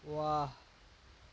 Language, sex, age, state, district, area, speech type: Urdu, male, 30-45, Maharashtra, Nashik, urban, read